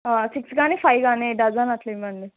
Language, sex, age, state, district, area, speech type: Telugu, female, 18-30, Telangana, Mahbubnagar, urban, conversation